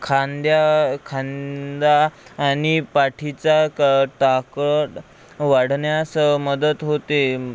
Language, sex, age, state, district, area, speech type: Marathi, male, 30-45, Maharashtra, Amravati, rural, spontaneous